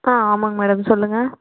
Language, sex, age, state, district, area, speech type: Tamil, female, 18-30, Tamil Nadu, Erode, rural, conversation